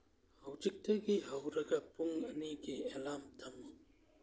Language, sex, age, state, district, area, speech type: Manipuri, male, 30-45, Manipur, Churachandpur, rural, read